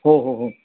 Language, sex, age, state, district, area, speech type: Marathi, male, 60+, Maharashtra, Thane, urban, conversation